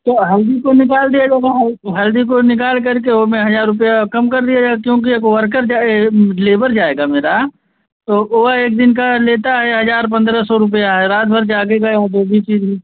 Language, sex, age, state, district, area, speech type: Hindi, male, 18-30, Uttar Pradesh, Azamgarh, rural, conversation